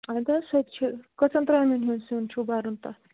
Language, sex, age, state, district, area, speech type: Kashmiri, female, 45-60, Jammu and Kashmir, Bandipora, rural, conversation